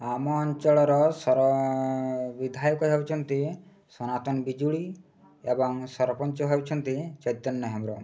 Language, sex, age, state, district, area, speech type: Odia, male, 30-45, Odisha, Mayurbhanj, rural, spontaneous